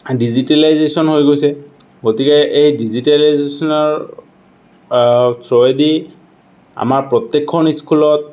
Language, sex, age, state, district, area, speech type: Assamese, male, 60+, Assam, Morigaon, rural, spontaneous